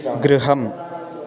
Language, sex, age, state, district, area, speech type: Sanskrit, male, 30-45, Telangana, Hyderabad, urban, read